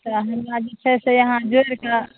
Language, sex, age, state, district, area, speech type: Maithili, female, 60+, Bihar, Madhepura, rural, conversation